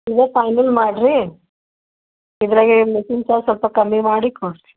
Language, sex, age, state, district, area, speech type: Kannada, female, 30-45, Karnataka, Bidar, urban, conversation